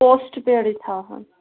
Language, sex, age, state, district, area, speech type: Kashmiri, female, 18-30, Jammu and Kashmir, Kupwara, rural, conversation